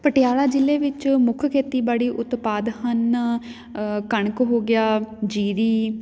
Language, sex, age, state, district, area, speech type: Punjabi, female, 30-45, Punjab, Patiala, rural, spontaneous